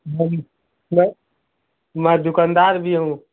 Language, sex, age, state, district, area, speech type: Hindi, male, 45-60, Uttar Pradesh, Chandauli, rural, conversation